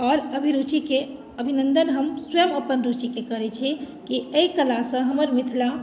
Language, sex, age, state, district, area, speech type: Maithili, female, 30-45, Bihar, Madhubani, rural, spontaneous